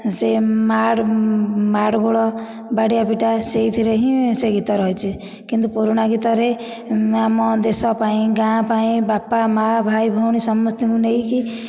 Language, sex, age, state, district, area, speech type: Odia, female, 30-45, Odisha, Dhenkanal, rural, spontaneous